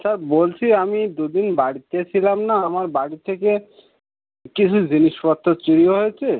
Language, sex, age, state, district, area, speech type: Bengali, male, 30-45, West Bengal, Birbhum, urban, conversation